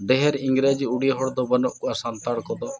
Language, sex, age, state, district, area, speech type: Santali, male, 60+, Odisha, Mayurbhanj, rural, spontaneous